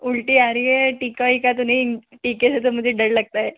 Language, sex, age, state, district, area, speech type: Hindi, female, 18-30, Rajasthan, Jaipur, urban, conversation